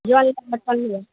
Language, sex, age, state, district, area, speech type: Maithili, female, 60+, Bihar, Madhepura, rural, conversation